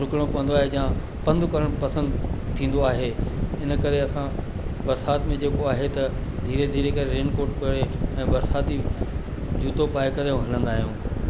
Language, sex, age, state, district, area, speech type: Sindhi, male, 60+, Madhya Pradesh, Katni, urban, spontaneous